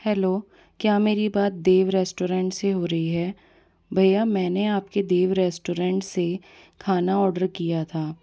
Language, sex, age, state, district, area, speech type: Hindi, female, 18-30, Rajasthan, Jaipur, urban, spontaneous